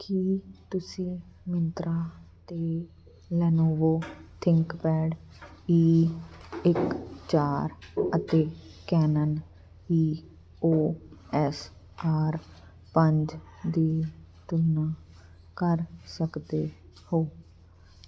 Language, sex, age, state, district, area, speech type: Punjabi, female, 45-60, Punjab, Fazilka, rural, read